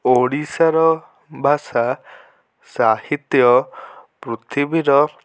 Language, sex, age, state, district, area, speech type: Odia, male, 18-30, Odisha, Cuttack, urban, spontaneous